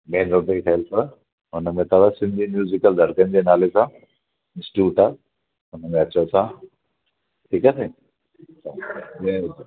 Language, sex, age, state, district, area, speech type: Sindhi, male, 45-60, Delhi, South Delhi, rural, conversation